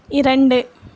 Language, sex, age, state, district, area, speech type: Tamil, female, 18-30, Tamil Nadu, Coimbatore, rural, read